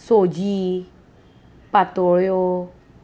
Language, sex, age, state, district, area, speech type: Goan Konkani, female, 30-45, Goa, Salcete, rural, spontaneous